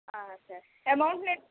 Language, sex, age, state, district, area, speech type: Telugu, female, 30-45, Andhra Pradesh, East Godavari, rural, conversation